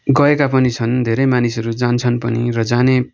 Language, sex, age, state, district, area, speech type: Nepali, male, 18-30, West Bengal, Darjeeling, rural, spontaneous